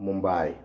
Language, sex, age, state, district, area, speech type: Manipuri, male, 18-30, Manipur, Thoubal, rural, spontaneous